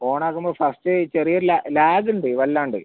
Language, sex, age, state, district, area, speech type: Malayalam, male, 18-30, Kerala, Wayanad, rural, conversation